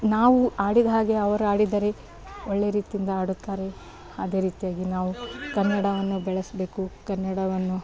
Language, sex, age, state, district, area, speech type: Kannada, female, 30-45, Karnataka, Bidar, urban, spontaneous